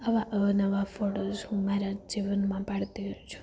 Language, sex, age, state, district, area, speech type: Gujarati, female, 18-30, Gujarat, Rajkot, urban, spontaneous